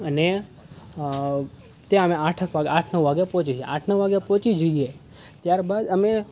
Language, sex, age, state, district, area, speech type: Gujarati, male, 18-30, Gujarat, Rajkot, urban, spontaneous